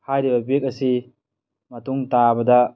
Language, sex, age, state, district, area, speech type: Manipuri, male, 18-30, Manipur, Tengnoupal, rural, spontaneous